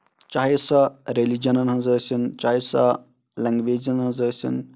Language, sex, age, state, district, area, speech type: Kashmiri, male, 18-30, Jammu and Kashmir, Shopian, urban, spontaneous